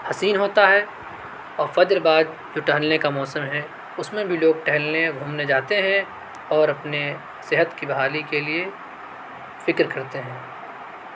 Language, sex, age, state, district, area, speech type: Urdu, male, 18-30, Delhi, South Delhi, urban, spontaneous